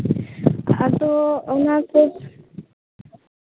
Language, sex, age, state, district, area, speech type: Santali, female, 18-30, West Bengal, Bankura, rural, conversation